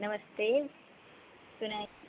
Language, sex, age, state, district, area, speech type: Hindi, female, 18-30, Madhya Pradesh, Harda, urban, conversation